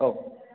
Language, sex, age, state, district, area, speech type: Bodo, male, 18-30, Assam, Chirang, urban, conversation